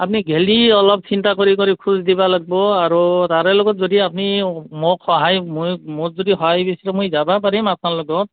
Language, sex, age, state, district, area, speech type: Assamese, male, 45-60, Assam, Barpeta, rural, conversation